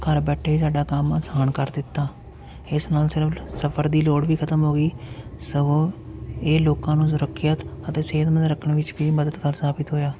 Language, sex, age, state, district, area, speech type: Punjabi, male, 30-45, Punjab, Jalandhar, urban, spontaneous